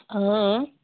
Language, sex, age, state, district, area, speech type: Kashmiri, female, 18-30, Jammu and Kashmir, Anantnag, rural, conversation